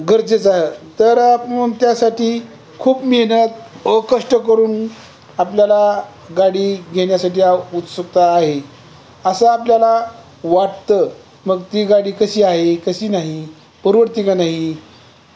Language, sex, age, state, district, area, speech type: Marathi, male, 60+, Maharashtra, Osmanabad, rural, spontaneous